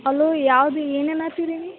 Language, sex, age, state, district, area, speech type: Kannada, female, 18-30, Karnataka, Dharwad, urban, conversation